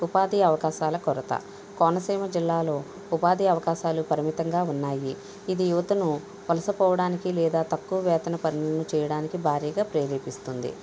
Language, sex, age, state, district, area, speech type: Telugu, female, 60+, Andhra Pradesh, Konaseema, rural, spontaneous